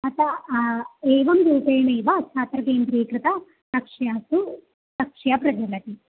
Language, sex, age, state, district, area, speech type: Sanskrit, female, 18-30, Kerala, Thrissur, urban, conversation